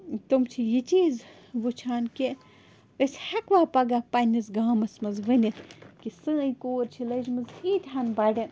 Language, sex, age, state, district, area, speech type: Kashmiri, female, 18-30, Jammu and Kashmir, Bandipora, rural, spontaneous